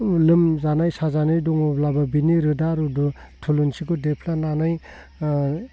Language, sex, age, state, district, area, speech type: Bodo, male, 30-45, Assam, Baksa, rural, spontaneous